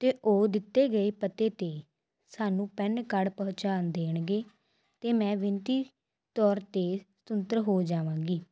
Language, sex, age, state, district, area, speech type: Punjabi, female, 18-30, Punjab, Muktsar, rural, spontaneous